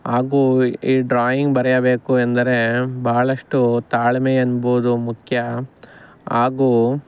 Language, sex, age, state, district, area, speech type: Kannada, male, 45-60, Karnataka, Bangalore Rural, rural, spontaneous